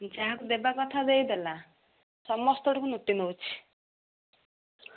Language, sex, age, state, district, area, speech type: Odia, female, 45-60, Odisha, Gajapati, rural, conversation